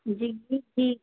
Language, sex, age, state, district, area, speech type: Sindhi, female, 45-60, Madhya Pradesh, Katni, urban, conversation